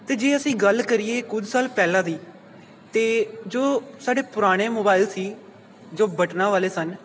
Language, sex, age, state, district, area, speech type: Punjabi, male, 18-30, Punjab, Pathankot, rural, spontaneous